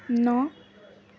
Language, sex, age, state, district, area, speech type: Assamese, female, 18-30, Assam, Tinsukia, urban, read